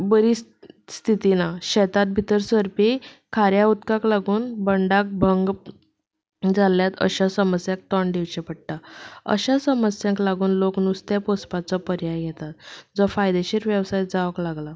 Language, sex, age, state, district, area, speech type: Goan Konkani, female, 18-30, Goa, Canacona, rural, spontaneous